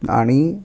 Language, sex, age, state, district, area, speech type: Goan Konkani, male, 30-45, Goa, Ponda, rural, spontaneous